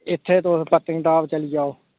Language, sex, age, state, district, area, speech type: Dogri, male, 30-45, Jammu and Kashmir, Reasi, rural, conversation